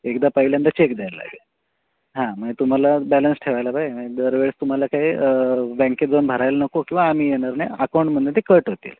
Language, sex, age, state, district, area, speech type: Marathi, male, 30-45, Maharashtra, Ratnagiri, urban, conversation